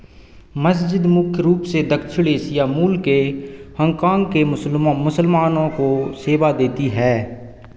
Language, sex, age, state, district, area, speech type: Hindi, male, 18-30, Madhya Pradesh, Seoni, urban, read